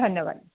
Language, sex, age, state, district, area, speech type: Assamese, female, 45-60, Assam, Dibrugarh, rural, conversation